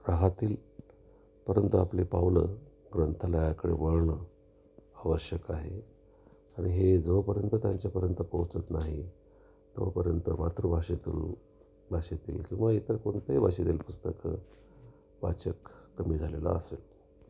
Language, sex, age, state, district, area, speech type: Marathi, male, 45-60, Maharashtra, Nashik, urban, spontaneous